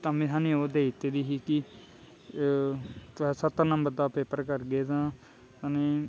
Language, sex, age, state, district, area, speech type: Dogri, male, 18-30, Jammu and Kashmir, Kathua, rural, spontaneous